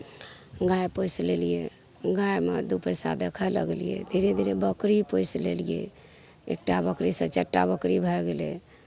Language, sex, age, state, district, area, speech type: Maithili, female, 45-60, Bihar, Madhepura, rural, spontaneous